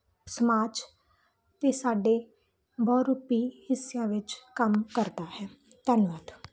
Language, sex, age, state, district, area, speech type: Punjabi, female, 18-30, Punjab, Muktsar, rural, spontaneous